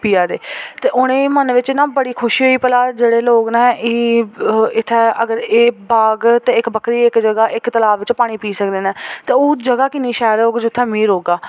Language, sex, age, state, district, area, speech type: Dogri, female, 18-30, Jammu and Kashmir, Jammu, rural, spontaneous